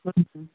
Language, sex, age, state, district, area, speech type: Kannada, male, 18-30, Karnataka, Shimoga, rural, conversation